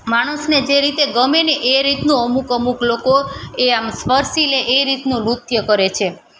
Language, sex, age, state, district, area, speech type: Gujarati, female, 30-45, Gujarat, Junagadh, urban, spontaneous